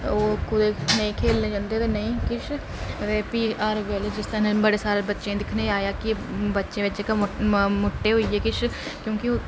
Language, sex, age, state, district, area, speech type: Dogri, male, 30-45, Jammu and Kashmir, Reasi, rural, spontaneous